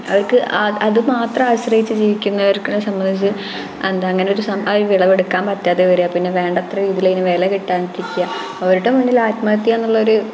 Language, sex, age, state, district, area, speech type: Malayalam, female, 18-30, Kerala, Malappuram, rural, spontaneous